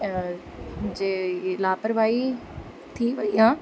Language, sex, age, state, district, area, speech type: Sindhi, female, 30-45, Uttar Pradesh, Lucknow, urban, spontaneous